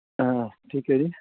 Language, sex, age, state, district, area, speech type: Punjabi, male, 30-45, Punjab, Fatehgarh Sahib, urban, conversation